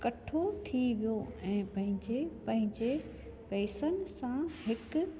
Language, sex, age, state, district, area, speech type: Sindhi, female, 30-45, Gujarat, Junagadh, rural, spontaneous